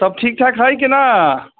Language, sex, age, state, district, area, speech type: Maithili, male, 30-45, Bihar, Sitamarhi, urban, conversation